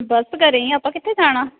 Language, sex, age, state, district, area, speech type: Punjabi, female, 45-60, Punjab, Jalandhar, urban, conversation